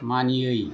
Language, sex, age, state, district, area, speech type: Bodo, male, 30-45, Assam, Kokrajhar, rural, read